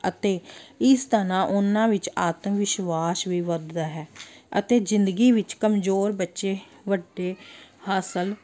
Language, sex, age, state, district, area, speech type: Punjabi, female, 30-45, Punjab, Amritsar, urban, spontaneous